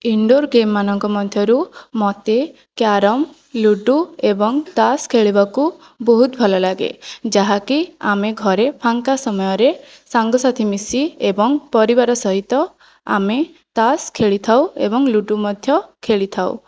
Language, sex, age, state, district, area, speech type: Odia, female, 18-30, Odisha, Jajpur, rural, spontaneous